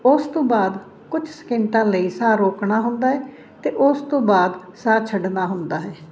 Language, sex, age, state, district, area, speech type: Punjabi, female, 45-60, Punjab, Fazilka, rural, spontaneous